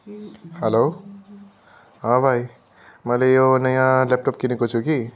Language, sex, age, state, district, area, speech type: Nepali, male, 45-60, West Bengal, Darjeeling, rural, spontaneous